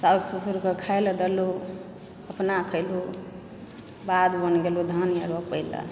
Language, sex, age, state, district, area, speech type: Maithili, female, 30-45, Bihar, Supaul, rural, spontaneous